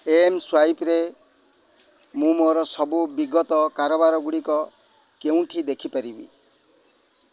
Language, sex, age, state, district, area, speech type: Odia, male, 45-60, Odisha, Kendrapara, urban, read